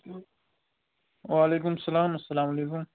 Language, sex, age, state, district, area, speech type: Kashmiri, male, 45-60, Jammu and Kashmir, Budgam, urban, conversation